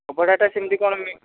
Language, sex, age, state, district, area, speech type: Odia, male, 30-45, Odisha, Dhenkanal, rural, conversation